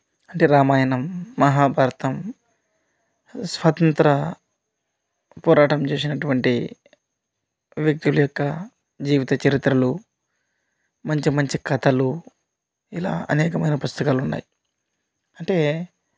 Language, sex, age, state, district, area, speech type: Telugu, male, 30-45, Andhra Pradesh, Kadapa, rural, spontaneous